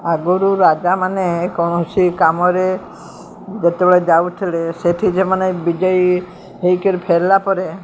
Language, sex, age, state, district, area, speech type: Odia, female, 60+, Odisha, Sundergarh, urban, spontaneous